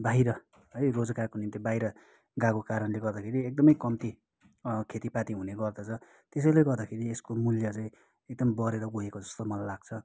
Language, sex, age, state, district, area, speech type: Nepali, male, 30-45, West Bengal, Kalimpong, rural, spontaneous